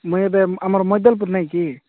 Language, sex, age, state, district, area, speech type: Odia, male, 45-60, Odisha, Nabarangpur, rural, conversation